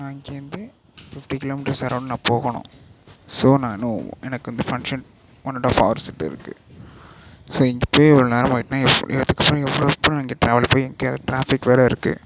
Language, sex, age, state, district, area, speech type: Tamil, male, 45-60, Tamil Nadu, Tiruvarur, urban, spontaneous